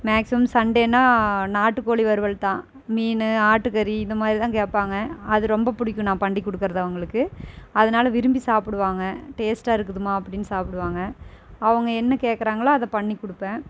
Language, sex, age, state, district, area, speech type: Tamil, female, 30-45, Tamil Nadu, Erode, rural, spontaneous